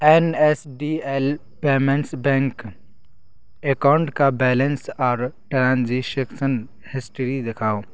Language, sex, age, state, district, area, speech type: Urdu, male, 18-30, Uttar Pradesh, Saharanpur, urban, read